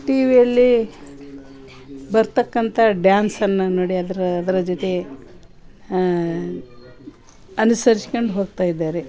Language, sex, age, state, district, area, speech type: Kannada, female, 60+, Karnataka, Koppal, rural, spontaneous